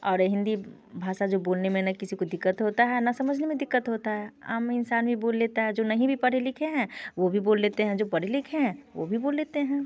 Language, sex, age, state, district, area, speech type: Hindi, female, 30-45, Bihar, Muzaffarpur, urban, spontaneous